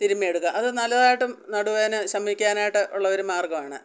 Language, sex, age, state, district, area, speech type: Malayalam, female, 60+, Kerala, Pathanamthitta, rural, spontaneous